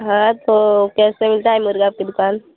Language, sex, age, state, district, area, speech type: Hindi, female, 18-30, Uttar Pradesh, Azamgarh, rural, conversation